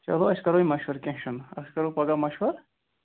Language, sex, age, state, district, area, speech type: Kashmiri, male, 18-30, Jammu and Kashmir, Ganderbal, rural, conversation